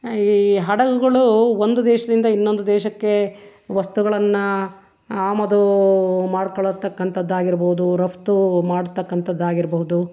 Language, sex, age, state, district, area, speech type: Kannada, female, 60+, Karnataka, Chitradurga, rural, spontaneous